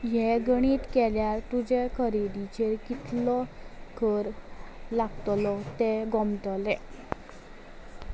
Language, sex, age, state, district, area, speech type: Goan Konkani, female, 18-30, Goa, Salcete, rural, read